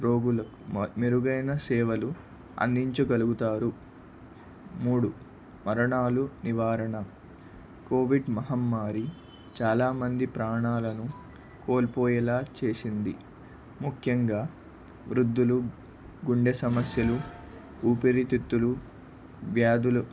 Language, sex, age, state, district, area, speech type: Telugu, male, 18-30, Andhra Pradesh, Palnadu, rural, spontaneous